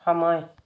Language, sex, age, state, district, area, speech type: Assamese, female, 60+, Assam, Lakhimpur, urban, read